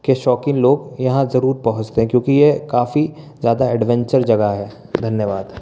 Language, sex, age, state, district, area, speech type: Hindi, male, 18-30, Madhya Pradesh, Bhopal, urban, spontaneous